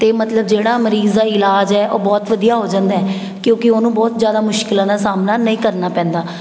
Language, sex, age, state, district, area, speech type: Punjabi, female, 30-45, Punjab, Patiala, urban, spontaneous